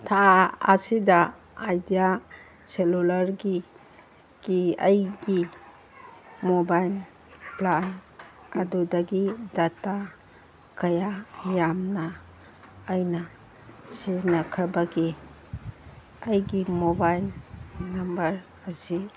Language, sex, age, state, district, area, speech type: Manipuri, female, 45-60, Manipur, Kangpokpi, urban, read